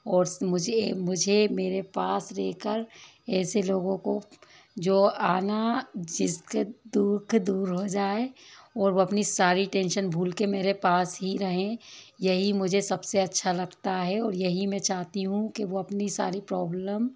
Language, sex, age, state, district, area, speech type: Hindi, female, 30-45, Madhya Pradesh, Bhopal, urban, spontaneous